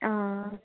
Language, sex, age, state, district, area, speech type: Assamese, female, 45-60, Assam, Charaideo, urban, conversation